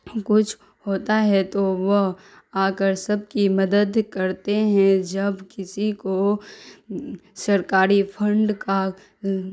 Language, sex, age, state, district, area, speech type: Urdu, female, 30-45, Bihar, Darbhanga, rural, spontaneous